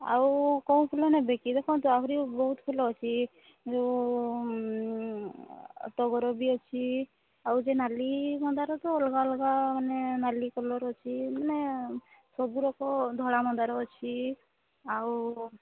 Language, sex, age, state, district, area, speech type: Odia, female, 30-45, Odisha, Mayurbhanj, rural, conversation